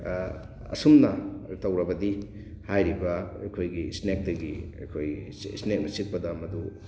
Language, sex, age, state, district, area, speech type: Manipuri, male, 18-30, Manipur, Thoubal, rural, spontaneous